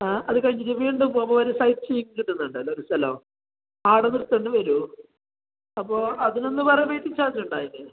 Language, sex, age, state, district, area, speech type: Malayalam, male, 30-45, Kerala, Kasaragod, rural, conversation